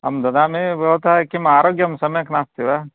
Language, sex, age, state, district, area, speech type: Sanskrit, male, 45-60, Karnataka, Vijayanagara, rural, conversation